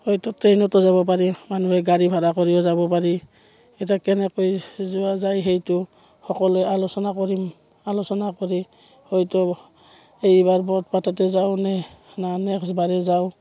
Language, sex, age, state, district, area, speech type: Assamese, female, 45-60, Assam, Udalguri, rural, spontaneous